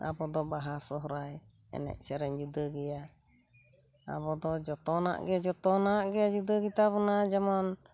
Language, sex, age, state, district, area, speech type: Santali, female, 45-60, West Bengal, Purulia, rural, spontaneous